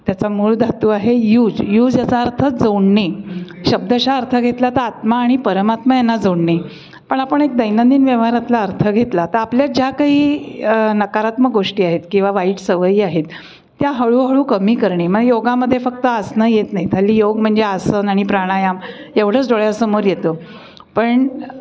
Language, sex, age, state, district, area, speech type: Marathi, female, 60+, Maharashtra, Pune, urban, spontaneous